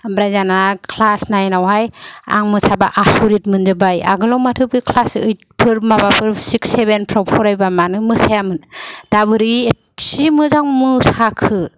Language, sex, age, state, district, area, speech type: Bodo, female, 45-60, Assam, Kokrajhar, rural, spontaneous